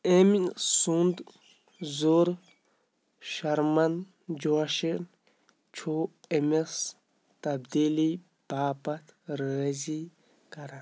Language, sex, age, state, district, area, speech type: Kashmiri, male, 30-45, Jammu and Kashmir, Shopian, rural, read